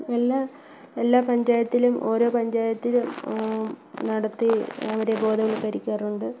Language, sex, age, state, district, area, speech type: Malayalam, female, 30-45, Kerala, Kollam, rural, spontaneous